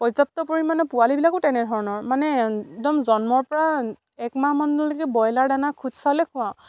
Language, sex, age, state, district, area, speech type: Assamese, female, 45-60, Assam, Dibrugarh, rural, spontaneous